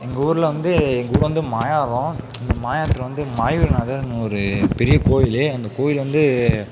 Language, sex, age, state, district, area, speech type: Tamil, male, 18-30, Tamil Nadu, Mayiladuthurai, rural, spontaneous